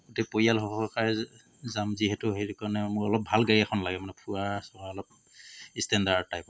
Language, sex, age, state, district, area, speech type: Assamese, male, 45-60, Assam, Tinsukia, rural, spontaneous